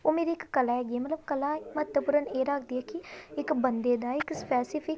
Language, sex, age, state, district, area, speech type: Punjabi, female, 18-30, Punjab, Tarn Taran, urban, spontaneous